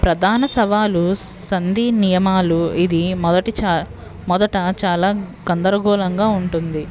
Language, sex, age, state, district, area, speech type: Telugu, female, 30-45, Andhra Pradesh, West Godavari, rural, spontaneous